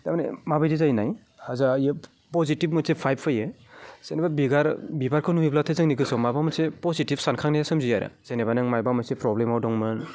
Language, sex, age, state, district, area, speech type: Bodo, male, 18-30, Assam, Baksa, urban, spontaneous